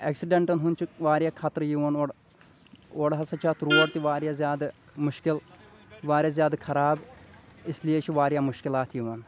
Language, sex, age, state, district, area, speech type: Kashmiri, male, 30-45, Jammu and Kashmir, Kulgam, rural, spontaneous